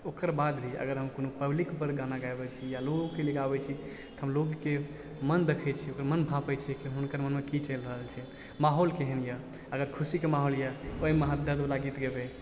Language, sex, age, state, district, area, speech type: Maithili, male, 30-45, Bihar, Supaul, urban, spontaneous